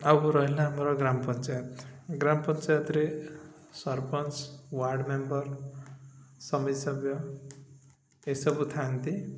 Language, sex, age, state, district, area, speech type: Odia, male, 30-45, Odisha, Koraput, urban, spontaneous